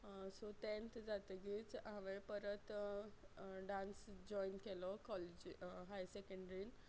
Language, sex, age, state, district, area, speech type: Goan Konkani, female, 30-45, Goa, Quepem, rural, spontaneous